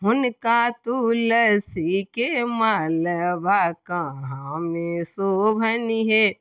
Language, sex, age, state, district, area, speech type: Maithili, female, 45-60, Bihar, Darbhanga, urban, spontaneous